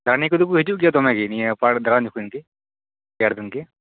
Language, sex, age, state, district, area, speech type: Santali, male, 18-30, West Bengal, Purba Bardhaman, rural, conversation